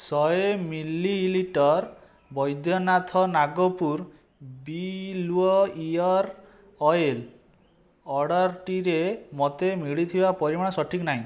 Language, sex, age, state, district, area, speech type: Odia, male, 18-30, Odisha, Jajpur, rural, read